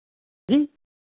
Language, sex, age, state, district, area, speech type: Hindi, male, 60+, Uttar Pradesh, Sitapur, rural, conversation